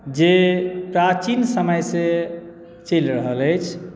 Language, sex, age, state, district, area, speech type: Maithili, male, 30-45, Bihar, Madhubani, rural, spontaneous